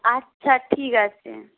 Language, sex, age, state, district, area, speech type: Bengali, female, 18-30, West Bengal, Purba Medinipur, rural, conversation